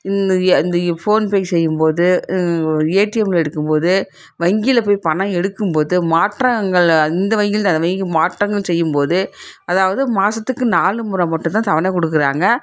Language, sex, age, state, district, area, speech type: Tamil, female, 60+, Tamil Nadu, Krishnagiri, rural, spontaneous